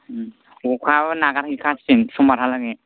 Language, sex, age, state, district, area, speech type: Bodo, male, 18-30, Assam, Kokrajhar, rural, conversation